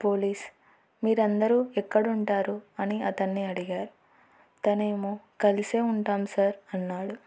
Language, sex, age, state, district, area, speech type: Telugu, female, 18-30, Andhra Pradesh, Nandyal, urban, spontaneous